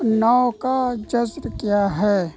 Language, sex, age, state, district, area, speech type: Urdu, male, 30-45, Bihar, Purnia, rural, read